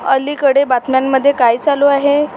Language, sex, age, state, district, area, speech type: Marathi, female, 30-45, Maharashtra, Wardha, rural, read